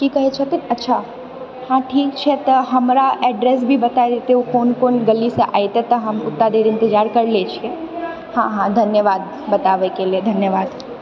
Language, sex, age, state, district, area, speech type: Maithili, female, 30-45, Bihar, Purnia, urban, spontaneous